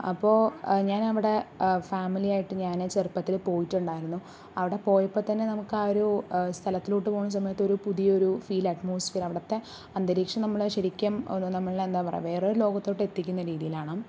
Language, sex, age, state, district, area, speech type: Malayalam, female, 30-45, Kerala, Palakkad, rural, spontaneous